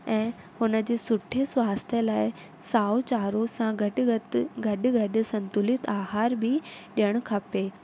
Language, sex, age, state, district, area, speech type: Sindhi, female, 18-30, Rajasthan, Ajmer, urban, spontaneous